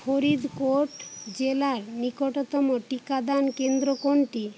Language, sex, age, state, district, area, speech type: Bengali, female, 30-45, West Bengal, Paschim Medinipur, rural, read